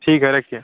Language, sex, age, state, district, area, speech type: Hindi, male, 18-30, Bihar, Samastipur, rural, conversation